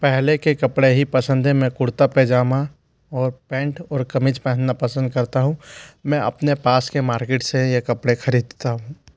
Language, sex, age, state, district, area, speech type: Hindi, male, 30-45, Madhya Pradesh, Bhopal, urban, spontaneous